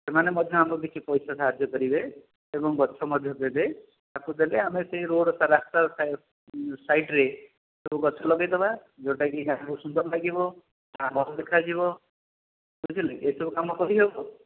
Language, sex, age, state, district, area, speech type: Odia, male, 60+, Odisha, Khordha, rural, conversation